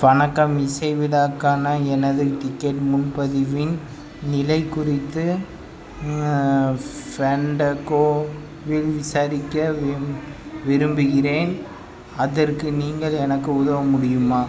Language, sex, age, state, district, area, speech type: Tamil, male, 18-30, Tamil Nadu, Madurai, urban, read